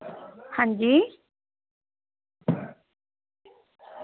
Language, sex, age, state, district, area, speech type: Dogri, female, 30-45, Jammu and Kashmir, Samba, rural, conversation